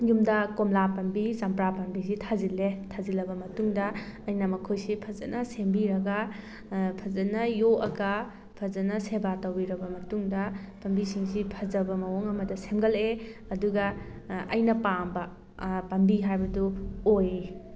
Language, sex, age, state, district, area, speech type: Manipuri, female, 18-30, Manipur, Thoubal, rural, spontaneous